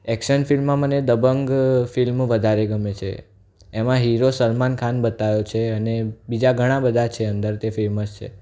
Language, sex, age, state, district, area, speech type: Gujarati, male, 18-30, Gujarat, Anand, urban, spontaneous